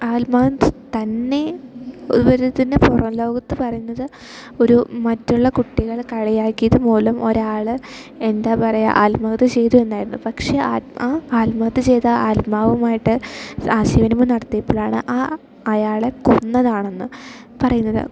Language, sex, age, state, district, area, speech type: Malayalam, female, 18-30, Kerala, Idukki, rural, spontaneous